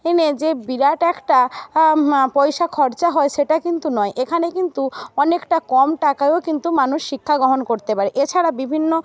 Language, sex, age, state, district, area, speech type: Bengali, female, 18-30, West Bengal, Jhargram, rural, spontaneous